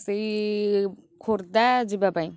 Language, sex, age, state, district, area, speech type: Odia, female, 18-30, Odisha, Kendrapara, urban, spontaneous